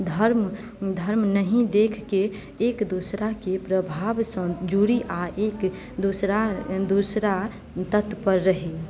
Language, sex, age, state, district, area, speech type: Maithili, female, 18-30, Bihar, Madhubani, rural, spontaneous